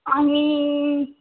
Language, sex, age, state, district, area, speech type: Marathi, female, 18-30, Maharashtra, Amravati, urban, conversation